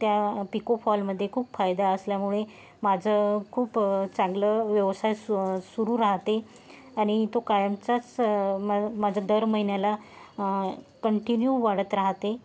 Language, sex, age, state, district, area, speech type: Marathi, female, 30-45, Maharashtra, Yavatmal, urban, spontaneous